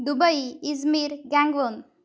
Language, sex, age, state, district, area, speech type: Marathi, female, 18-30, Maharashtra, Amravati, rural, spontaneous